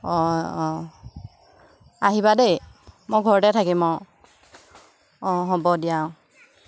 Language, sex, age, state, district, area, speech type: Assamese, female, 30-45, Assam, Lakhimpur, rural, spontaneous